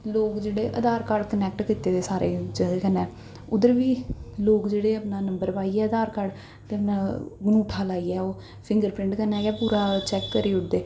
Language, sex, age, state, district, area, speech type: Dogri, female, 18-30, Jammu and Kashmir, Jammu, urban, spontaneous